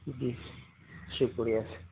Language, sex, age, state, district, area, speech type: Urdu, male, 30-45, Bihar, Darbhanga, urban, conversation